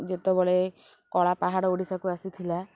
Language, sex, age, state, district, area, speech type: Odia, female, 18-30, Odisha, Kendrapara, urban, spontaneous